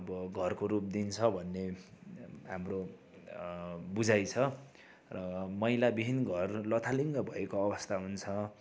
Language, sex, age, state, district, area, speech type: Nepali, male, 30-45, West Bengal, Darjeeling, rural, spontaneous